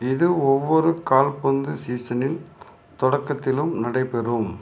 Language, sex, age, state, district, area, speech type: Tamil, male, 45-60, Tamil Nadu, Madurai, rural, read